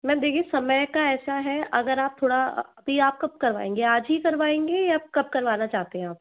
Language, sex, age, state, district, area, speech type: Hindi, female, 18-30, Rajasthan, Jaipur, urban, conversation